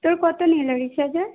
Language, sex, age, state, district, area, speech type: Bengali, female, 18-30, West Bengal, Howrah, urban, conversation